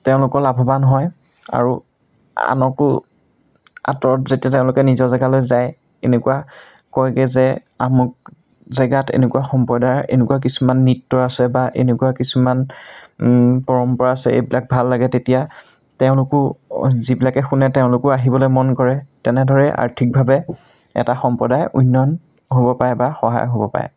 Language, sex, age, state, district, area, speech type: Assamese, male, 30-45, Assam, Majuli, urban, spontaneous